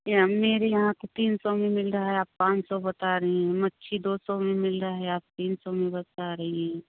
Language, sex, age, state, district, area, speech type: Hindi, female, 30-45, Uttar Pradesh, Prayagraj, rural, conversation